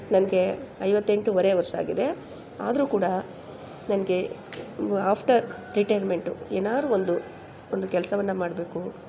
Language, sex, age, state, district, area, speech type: Kannada, female, 45-60, Karnataka, Chamarajanagar, rural, spontaneous